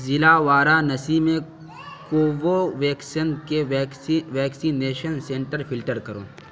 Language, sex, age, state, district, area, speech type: Urdu, male, 30-45, Bihar, Khagaria, rural, read